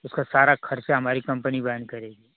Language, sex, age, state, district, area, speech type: Hindi, male, 18-30, Uttar Pradesh, Ghazipur, rural, conversation